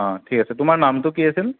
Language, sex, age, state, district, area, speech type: Assamese, male, 30-45, Assam, Kamrup Metropolitan, urban, conversation